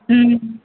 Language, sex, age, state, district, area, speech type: Tamil, female, 18-30, Tamil Nadu, Mayiladuthurai, rural, conversation